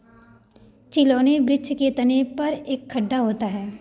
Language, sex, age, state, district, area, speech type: Hindi, female, 18-30, Uttar Pradesh, Varanasi, rural, read